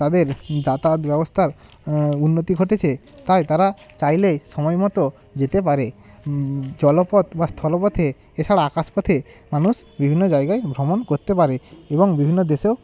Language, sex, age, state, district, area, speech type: Bengali, male, 30-45, West Bengal, Hooghly, rural, spontaneous